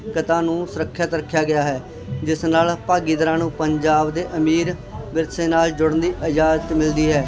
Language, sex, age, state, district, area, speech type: Punjabi, male, 30-45, Punjab, Barnala, urban, spontaneous